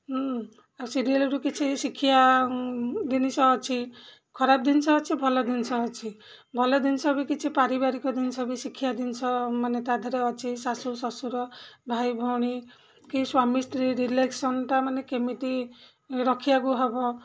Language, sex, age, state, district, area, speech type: Odia, female, 45-60, Odisha, Rayagada, rural, spontaneous